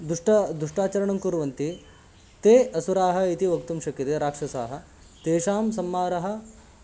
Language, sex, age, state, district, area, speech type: Sanskrit, male, 18-30, Karnataka, Haveri, urban, spontaneous